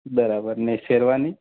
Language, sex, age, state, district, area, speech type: Gujarati, male, 30-45, Gujarat, Valsad, urban, conversation